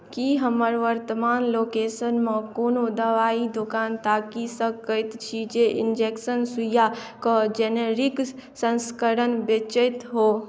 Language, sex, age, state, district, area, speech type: Maithili, female, 18-30, Bihar, Madhubani, rural, read